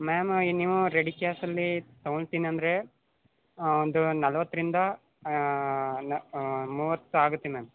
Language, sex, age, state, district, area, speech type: Kannada, male, 18-30, Karnataka, Chamarajanagar, rural, conversation